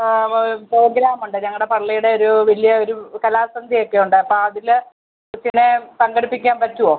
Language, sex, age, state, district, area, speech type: Malayalam, female, 45-60, Kerala, Kottayam, rural, conversation